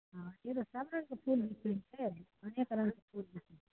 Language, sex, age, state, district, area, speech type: Maithili, female, 60+, Bihar, Begusarai, rural, conversation